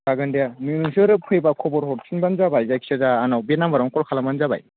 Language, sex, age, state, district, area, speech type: Bodo, male, 18-30, Assam, Chirang, rural, conversation